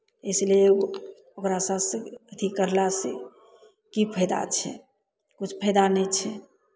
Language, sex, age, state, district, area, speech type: Maithili, female, 45-60, Bihar, Begusarai, rural, spontaneous